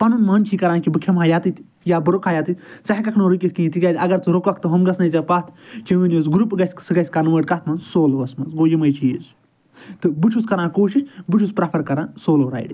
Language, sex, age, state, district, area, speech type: Kashmiri, male, 45-60, Jammu and Kashmir, Srinagar, urban, spontaneous